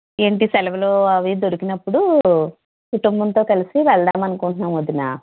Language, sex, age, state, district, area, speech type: Telugu, female, 60+, Andhra Pradesh, Konaseema, rural, conversation